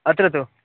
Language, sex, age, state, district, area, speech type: Sanskrit, male, 18-30, Karnataka, Dakshina Kannada, rural, conversation